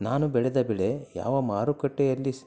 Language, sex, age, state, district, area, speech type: Kannada, male, 30-45, Karnataka, Koppal, rural, spontaneous